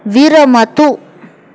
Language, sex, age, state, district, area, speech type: Sanskrit, female, 30-45, Telangana, Hyderabad, urban, read